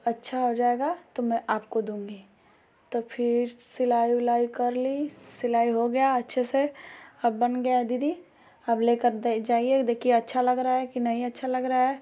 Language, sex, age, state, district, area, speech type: Hindi, female, 18-30, Uttar Pradesh, Ghazipur, urban, spontaneous